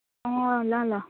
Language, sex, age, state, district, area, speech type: Nepali, female, 18-30, West Bengal, Kalimpong, rural, conversation